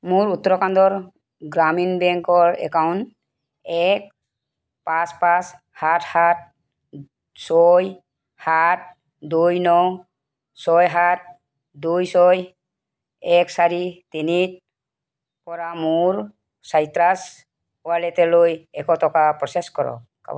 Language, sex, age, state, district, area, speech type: Assamese, female, 45-60, Assam, Tinsukia, urban, read